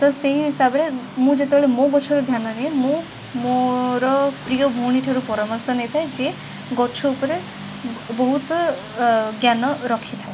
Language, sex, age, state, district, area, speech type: Odia, female, 18-30, Odisha, Cuttack, urban, spontaneous